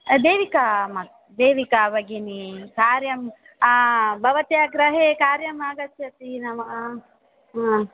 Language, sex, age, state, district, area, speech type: Sanskrit, female, 45-60, Karnataka, Dakshina Kannada, rural, conversation